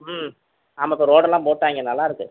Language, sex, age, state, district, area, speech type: Tamil, male, 60+, Tamil Nadu, Pudukkottai, rural, conversation